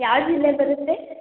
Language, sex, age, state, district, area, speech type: Kannada, female, 18-30, Karnataka, Mandya, rural, conversation